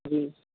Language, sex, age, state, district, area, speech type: Urdu, male, 18-30, Uttar Pradesh, Saharanpur, urban, conversation